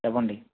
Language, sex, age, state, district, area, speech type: Telugu, male, 45-60, Andhra Pradesh, Vizianagaram, rural, conversation